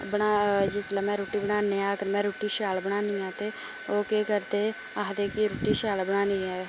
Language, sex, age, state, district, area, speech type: Dogri, female, 18-30, Jammu and Kashmir, Samba, rural, spontaneous